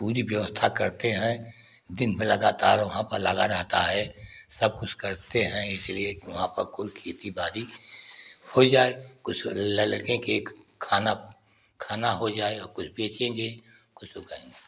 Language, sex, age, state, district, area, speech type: Hindi, male, 60+, Uttar Pradesh, Prayagraj, rural, spontaneous